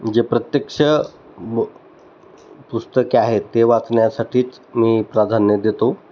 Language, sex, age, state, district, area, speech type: Marathi, male, 30-45, Maharashtra, Osmanabad, rural, spontaneous